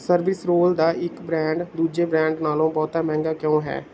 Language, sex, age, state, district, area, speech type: Punjabi, male, 18-30, Punjab, Bathinda, rural, read